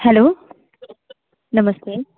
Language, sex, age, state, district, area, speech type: Hindi, female, 30-45, Uttar Pradesh, Sitapur, rural, conversation